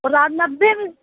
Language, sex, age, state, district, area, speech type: Urdu, female, 45-60, Uttar Pradesh, Lucknow, rural, conversation